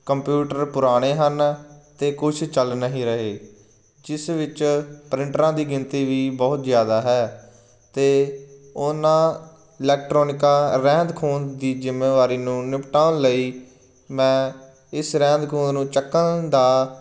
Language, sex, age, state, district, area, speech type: Punjabi, male, 18-30, Punjab, Firozpur, rural, spontaneous